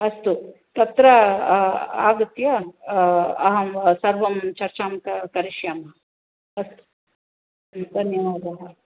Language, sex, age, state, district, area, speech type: Sanskrit, female, 45-60, Tamil Nadu, Thanjavur, urban, conversation